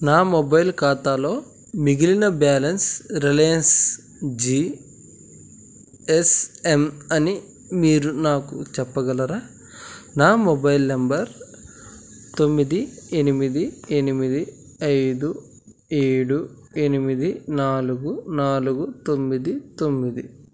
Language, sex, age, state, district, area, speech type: Telugu, male, 18-30, Andhra Pradesh, Krishna, rural, read